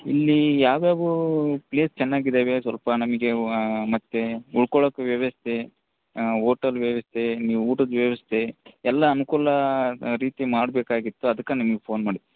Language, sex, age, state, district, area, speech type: Kannada, male, 18-30, Karnataka, Bellary, rural, conversation